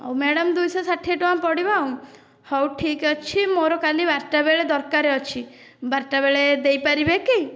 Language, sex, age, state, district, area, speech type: Odia, female, 18-30, Odisha, Dhenkanal, rural, spontaneous